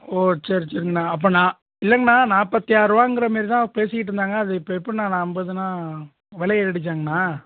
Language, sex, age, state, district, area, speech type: Tamil, male, 18-30, Tamil Nadu, Perambalur, rural, conversation